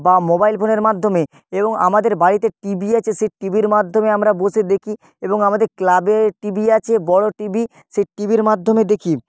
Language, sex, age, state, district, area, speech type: Bengali, male, 18-30, West Bengal, Purba Medinipur, rural, spontaneous